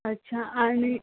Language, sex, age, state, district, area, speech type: Marathi, female, 18-30, Maharashtra, Amravati, rural, conversation